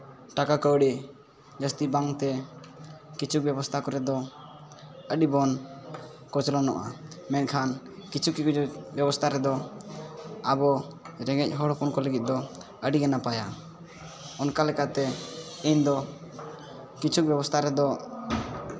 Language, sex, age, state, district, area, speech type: Santali, male, 18-30, Jharkhand, East Singhbhum, rural, spontaneous